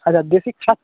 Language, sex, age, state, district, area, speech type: Bengali, male, 18-30, West Bengal, Purba Medinipur, rural, conversation